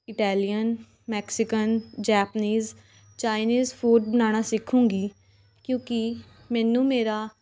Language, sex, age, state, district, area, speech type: Punjabi, female, 18-30, Punjab, Patiala, urban, spontaneous